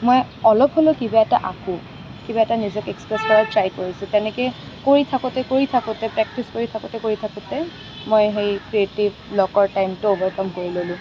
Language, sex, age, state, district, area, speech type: Assamese, female, 18-30, Assam, Kamrup Metropolitan, urban, spontaneous